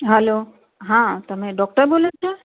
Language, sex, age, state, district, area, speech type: Gujarati, female, 30-45, Gujarat, Ahmedabad, urban, conversation